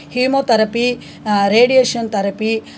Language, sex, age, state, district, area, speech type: Tamil, female, 45-60, Tamil Nadu, Cuddalore, rural, spontaneous